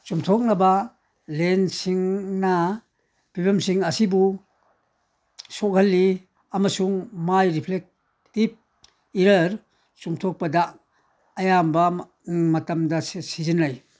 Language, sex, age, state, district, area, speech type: Manipuri, male, 60+, Manipur, Churachandpur, rural, read